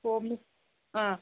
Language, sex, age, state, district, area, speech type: Manipuri, female, 45-60, Manipur, Imphal East, rural, conversation